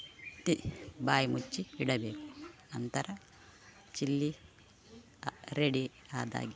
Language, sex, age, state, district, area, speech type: Kannada, female, 45-60, Karnataka, Udupi, rural, spontaneous